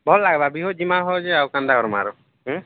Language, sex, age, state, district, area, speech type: Odia, male, 45-60, Odisha, Nuapada, urban, conversation